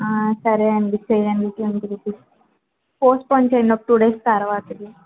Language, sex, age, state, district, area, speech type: Telugu, female, 18-30, Andhra Pradesh, Srikakulam, urban, conversation